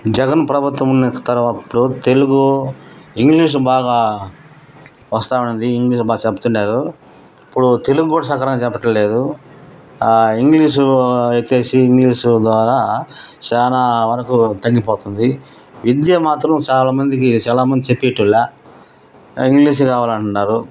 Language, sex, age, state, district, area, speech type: Telugu, male, 60+, Andhra Pradesh, Nellore, rural, spontaneous